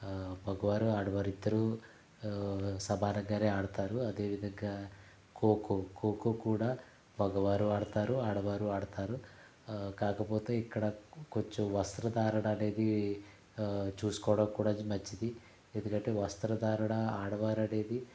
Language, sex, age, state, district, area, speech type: Telugu, male, 30-45, Andhra Pradesh, Konaseema, rural, spontaneous